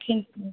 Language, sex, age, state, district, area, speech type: Tamil, female, 30-45, Tamil Nadu, Tiruchirappalli, rural, conversation